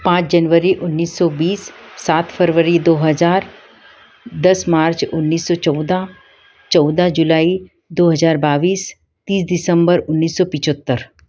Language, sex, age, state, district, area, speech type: Hindi, female, 45-60, Madhya Pradesh, Ujjain, urban, spontaneous